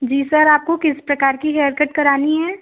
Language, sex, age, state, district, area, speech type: Hindi, female, 18-30, Madhya Pradesh, Betul, rural, conversation